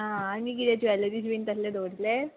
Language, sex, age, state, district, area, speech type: Goan Konkani, female, 18-30, Goa, Murmgao, urban, conversation